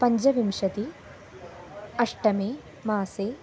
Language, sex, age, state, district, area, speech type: Sanskrit, female, 18-30, Kerala, Palakkad, rural, spontaneous